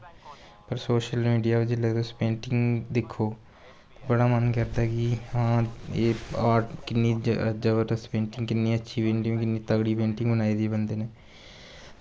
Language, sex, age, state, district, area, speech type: Dogri, male, 18-30, Jammu and Kashmir, Kathua, rural, spontaneous